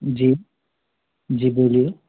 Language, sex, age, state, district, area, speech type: Hindi, male, 18-30, Madhya Pradesh, Jabalpur, urban, conversation